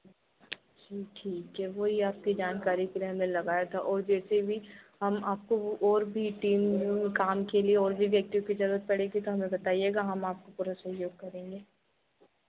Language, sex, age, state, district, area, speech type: Hindi, female, 18-30, Madhya Pradesh, Harda, urban, conversation